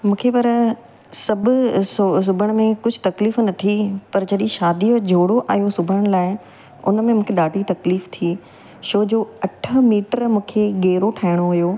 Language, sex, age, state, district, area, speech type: Sindhi, female, 45-60, Gujarat, Surat, urban, spontaneous